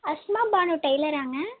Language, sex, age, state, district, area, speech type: Tamil, female, 18-30, Tamil Nadu, Erode, rural, conversation